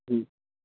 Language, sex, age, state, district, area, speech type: Urdu, male, 45-60, Uttar Pradesh, Aligarh, rural, conversation